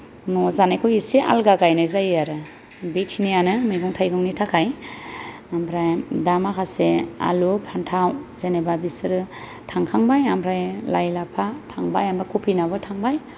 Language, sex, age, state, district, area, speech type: Bodo, female, 30-45, Assam, Kokrajhar, rural, spontaneous